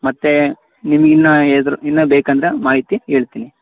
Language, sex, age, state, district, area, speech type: Kannada, male, 18-30, Karnataka, Chitradurga, rural, conversation